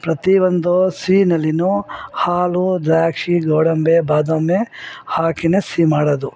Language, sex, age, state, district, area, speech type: Kannada, female, 60+, Karnataka, Bangalore Urban, rural, spontaneous